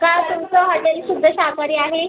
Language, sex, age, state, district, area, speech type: Marathi, female, 18-30, Maharashtra, Buldhana, rural, conversation